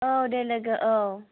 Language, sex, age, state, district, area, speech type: Bodo, female, 18-30, Assam, Chirang, rural, conversation